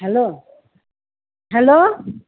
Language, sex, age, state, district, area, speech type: Bengali, female, 45-60, West Bengal, Purba Bardhaman, urban, conversation